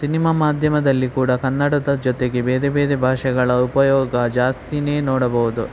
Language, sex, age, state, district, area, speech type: Kannada, male, 18-30, Karnataka, Shimoga, rural, spontaneous